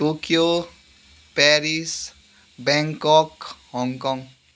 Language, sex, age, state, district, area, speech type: Nepali, male, 18-30, West Bengal, Kalimpong, rural, spontaneous